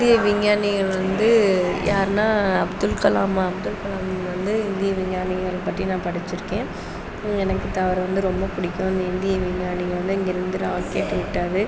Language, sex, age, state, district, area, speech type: Tamil, female, 30-45, Tamil Nadu, Pudukkottai, rural, spontaneous